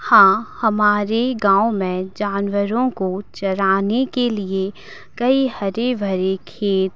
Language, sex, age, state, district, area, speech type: Hindi, female, 18-30, Madhya Pradesh, Hoshangabad, rural, spontaneous